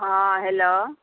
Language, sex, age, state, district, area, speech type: Maithili, female, 60+, Bihar, Saharsa, rural, conversation